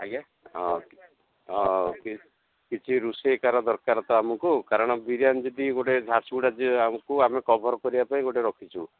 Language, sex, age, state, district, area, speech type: Odia, male, 60+, Odisha, Jharsuguda, rural, conversation